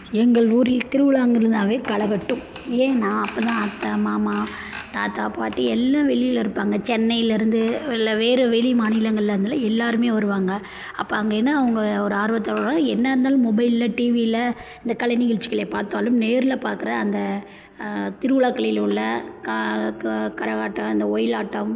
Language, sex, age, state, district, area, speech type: Tamil, female, 30-45, Tamil Nadu, Perambalur, rural, spontaneous